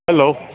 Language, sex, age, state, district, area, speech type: Gujarati, male, 60+, Gujarat, Rajkot, rural, conversation